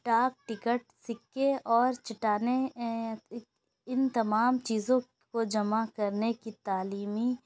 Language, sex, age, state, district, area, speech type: Urdu, female, 18-30, Uttar Pradesh, Lucknow, urban, spontaneous